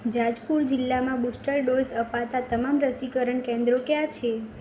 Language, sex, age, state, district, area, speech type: Gujarati, female, 18-30, Gujarat, Mehsana, rural, read